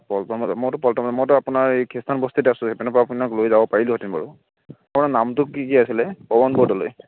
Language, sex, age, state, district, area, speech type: Assamese, male, 18-30, Assam, Kamrup Metropolitan, urban, conversation